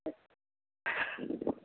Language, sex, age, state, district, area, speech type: Manipuri, female, 60+, Manipur, Churachandpur, urban, conversation